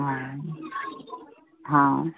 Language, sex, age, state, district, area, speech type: Maithili, female, 45-60, Bihar, Purnia, urban, conversation